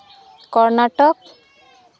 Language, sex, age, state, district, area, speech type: Santali, female, 18-30, West Bengal, Malda, rural, spontaneous